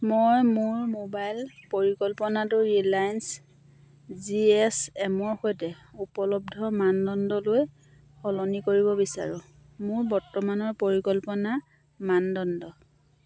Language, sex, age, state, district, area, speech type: Assamese, female, 30-45, Assam, Dhemaji, rural, read